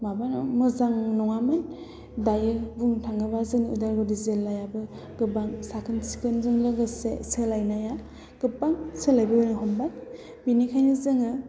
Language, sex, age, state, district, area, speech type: Bodo, female, 30-45, Assam, Udalguri, rural, spontaneous